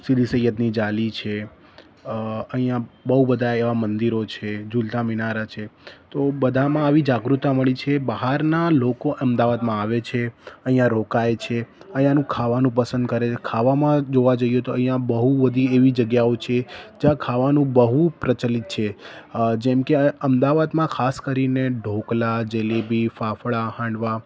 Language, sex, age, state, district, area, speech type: Gujarati, male, 18-30, Gujarat, Ahmedabad, urban, spontaneous